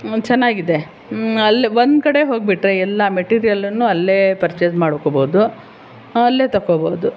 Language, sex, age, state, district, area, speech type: Kannada, female, 60+, Karnataka, Bangalore Urban, urban, spontaneous